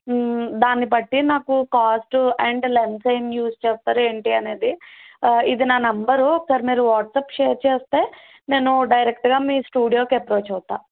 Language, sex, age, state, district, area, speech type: Telugu, female, 30-45, Andhra Pradesh, N T Rama Rao, urban, conversation